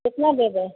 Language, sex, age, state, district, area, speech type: Hindi, female, 45-60, Bihar, Vaishali, urban, conversation